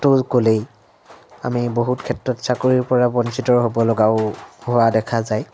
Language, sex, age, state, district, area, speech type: Assamese, male, 18-30, Assam, Majuli, urban, spontaneous